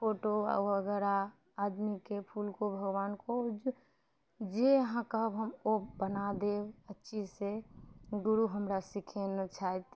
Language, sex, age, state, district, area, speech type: Maithili, female, 30-45, Bihar, Madhubani, rural, spontaneous